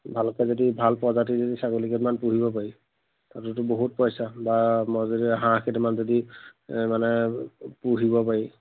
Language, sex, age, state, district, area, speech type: Assamese, male, 30-45, Assam, Majuli, urban, conversation